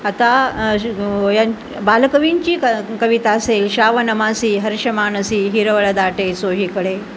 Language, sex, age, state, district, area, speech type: Marathi, female, 45-60, Maharashtra, Nanded, urban, spontaneous